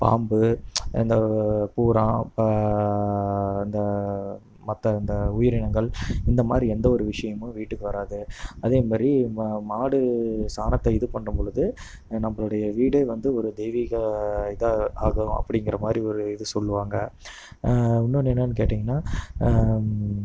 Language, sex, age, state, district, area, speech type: Tamil, male, 30-45, Tamil Nadu, Namakkal, rural, spontaneous